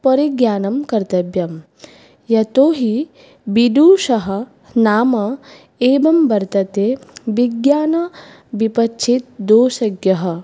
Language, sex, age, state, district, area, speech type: Sanskrit, female, 18-30, Assam, Baksa, rural, spontaneous